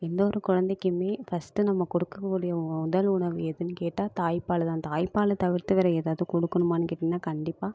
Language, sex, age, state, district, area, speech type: Tamil, female, 18-30, Tamil Nadu, Namakkal, urban, spontaneous